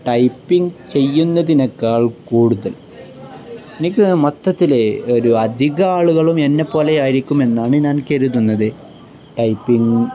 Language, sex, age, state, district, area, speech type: Malayalam, male, 18-30, Kerala, Kozhikode, rural, spontaneous